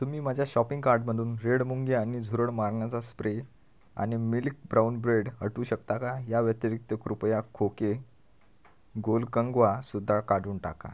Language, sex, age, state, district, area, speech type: Marathi, male, 30-45, Maharashtra, Washim, rural, read